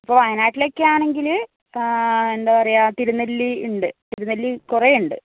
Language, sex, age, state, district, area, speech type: Malayalam, female, 60+, Kerala, Kozhikode, urban, conversation